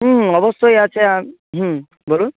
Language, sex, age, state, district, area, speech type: Bengali, male, 30-45, West Bengal, Purba Medinipur, rural, conversation